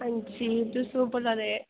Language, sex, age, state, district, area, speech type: Dogri, female, 18-30, Jammu and Kashmir, Kathua, rural, conversation